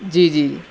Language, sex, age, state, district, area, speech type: Urdu, male, 18-30, Uttar Pradesh, Shahjahanpur, urban, spontaneous